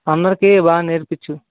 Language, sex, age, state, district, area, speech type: Telugu, male, 18-30, Andhra Pradesh, Guntur, rural, conversation